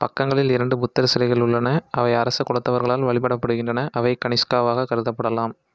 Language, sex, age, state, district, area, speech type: Tamil, male, 30-45, Tamil Nadu, Erode, rural, read